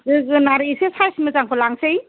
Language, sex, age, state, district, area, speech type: Bodo, female, 60+, Assam, Kokrajhar, urban, conversation